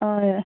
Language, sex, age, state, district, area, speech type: Goan Konkani, female, 18-30, Goa, Canacona, rural, conversation